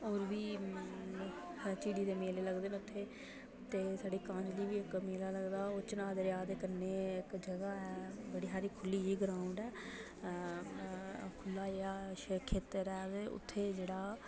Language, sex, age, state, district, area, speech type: Dogri, female, 18-30, Jammu and Kashmir, Reasi, rural, spontaneous